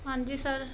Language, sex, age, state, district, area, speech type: Punjabi, female, 30-45, Punjab, Muktsar, urban, spontaneous